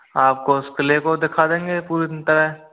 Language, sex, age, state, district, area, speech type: Hindi, male, 30-45, Rajasthan, Jaipur, urban, conversation